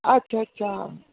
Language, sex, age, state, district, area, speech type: Dogri, female, 30-45, Jammu and Kashmir, Jammu, rural, conversation